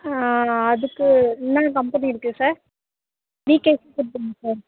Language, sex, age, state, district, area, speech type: Tamil, female, 30-45, Tamil Nadu, Tiruvannamalai, rural, conversation